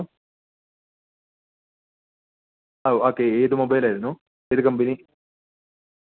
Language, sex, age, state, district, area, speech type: Malayalam, male, 18-30, Kerala, Idukki, rural, conversation